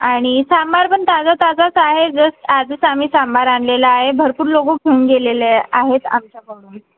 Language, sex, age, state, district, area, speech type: Marathi, female, 18-30, Maharashtra, Wardha, rural, conversation